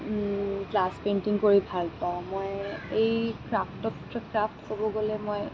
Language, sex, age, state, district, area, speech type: Assamese, female, 18-30, Assam, Kamrup Metropolitan, urban, spontaneous